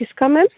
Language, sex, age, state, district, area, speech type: Hindi, female, 18-30, Rajasthan, Bharatpur, rural, conversation